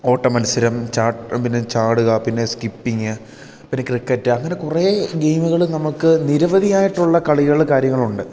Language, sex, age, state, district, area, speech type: Malayalam, male, 18-30, Kerala, Idukki, rural, spontaneous